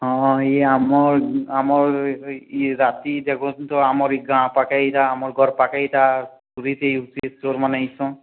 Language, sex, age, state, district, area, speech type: Odia, male, 45-60, Odisha, Nuapada, urban, conversation